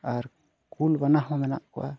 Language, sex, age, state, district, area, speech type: Santali, male, 45-60, Odisha, Mayurbhanj, rural, spontaneous